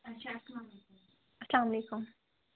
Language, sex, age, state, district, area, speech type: Kashmiri, female, 18-30, Jammu and Kashmir, Kupwara, rural, conversation